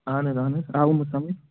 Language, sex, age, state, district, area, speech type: Kashmiri, male, 18-30, Jammu and Kashmir, Anantnag, rural, conversation